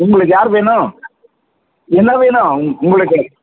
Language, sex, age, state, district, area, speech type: Tamil, male, 60+, Tamil Nadu, Viluppuram, rural, conversation